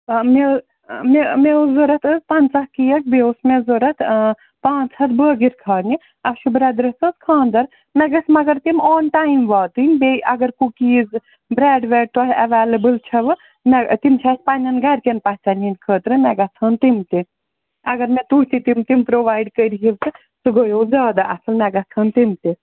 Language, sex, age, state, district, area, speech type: Kashmiri, female, 60+, Jammu and Kashmir, Srinagar, urban, conversation